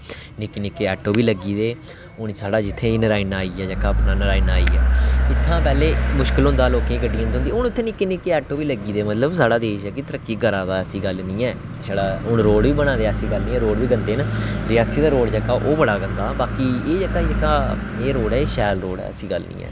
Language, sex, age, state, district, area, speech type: Dogri, male, 18-30, Jammu and Kashmir, Reasi, rural, spontaneous